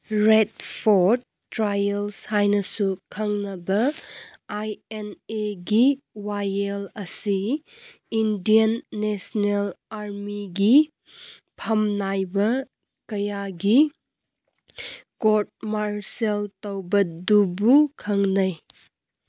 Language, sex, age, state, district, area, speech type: Manipuri, female, 18-30, Manipur, Kangpokpi, urban, read